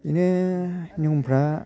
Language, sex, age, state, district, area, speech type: Bodo, male, 60+, Assam, Chirang, rural, spontaneous